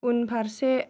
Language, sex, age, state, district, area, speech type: Bodo, female, 18-30, Assam, Kokrajhar, rural, read